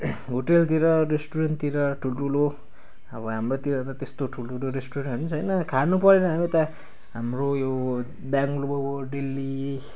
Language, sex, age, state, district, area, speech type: Nepali, male, 18-30, West Bengal, Kalimpong, rural, spontaneous